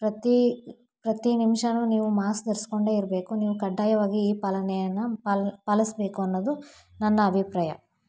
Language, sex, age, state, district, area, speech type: Kannada, female, 18-30, Karnataka, Davanagere, rural, spontaneous